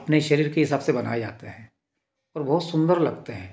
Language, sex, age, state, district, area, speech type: Hindi, male, 30-45, Madhya Pradesh, Ujjain, urban, spontaneous